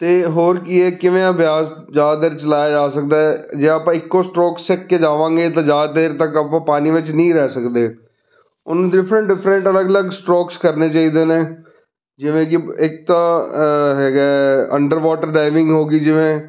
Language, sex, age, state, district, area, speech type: Punjabi, male, 30-45, Punjab, Fazilka, rural, spontaneous